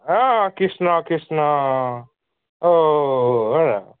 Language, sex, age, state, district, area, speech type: Assamese, male, 18-30, Assam, Nagaon, rural, conversation